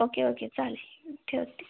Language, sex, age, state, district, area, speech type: Marathi, female, 18-30, Maharashtra, Sangli, rural, conversation